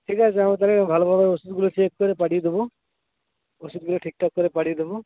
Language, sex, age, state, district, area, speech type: Bengali, male, 18-30, West Bengal, Cooch Behar, urban, conversation